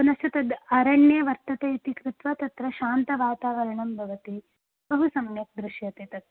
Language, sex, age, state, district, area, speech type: Sanskrit, female, 18-30, Karnataka, Uttara Kannada, rural, conversation